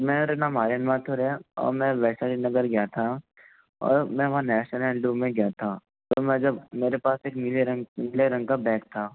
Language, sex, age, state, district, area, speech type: Hindi, male, 18-30, Rajasthan, Jaipur, urban, conversation